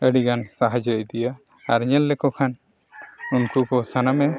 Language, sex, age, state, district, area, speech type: Santali, male, 45-60, Odisha, Mayurbhanj, rural, spontaneous